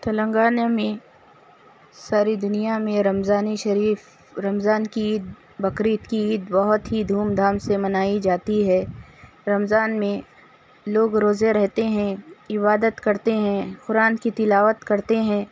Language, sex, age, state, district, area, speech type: Urdu, female, 30-45, Telangana, Hyderabad, urban, spontaneous